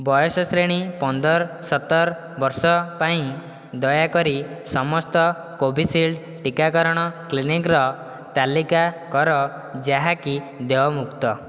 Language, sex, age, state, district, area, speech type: Odia, male, 18-30, Odisha, Dhenkanal, rural, read